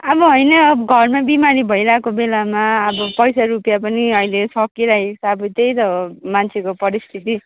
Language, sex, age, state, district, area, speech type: Nepali, female, 18-30, West Bengal, Darjeeling, rural, conversation